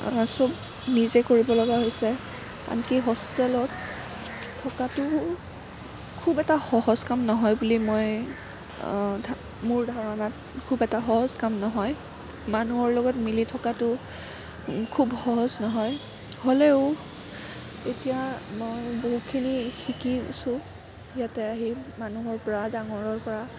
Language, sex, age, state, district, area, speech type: Assamese, female, 18-30, Assam, Kamrup Metropolitan, urban, spontaneous